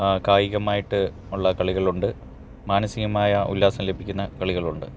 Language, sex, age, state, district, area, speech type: Malayalam, male, 30-45, Kerala, Pathanamthitta, rural, spontaneous